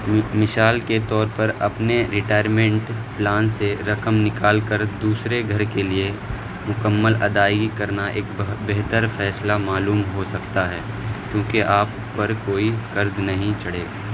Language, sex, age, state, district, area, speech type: Urdu, male, 30-45, Bihar, Supaul, rural, read